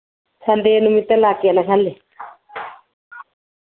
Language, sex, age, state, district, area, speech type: Manipuri, female, 45-60, Manipur, Churachandpur, urban, conversation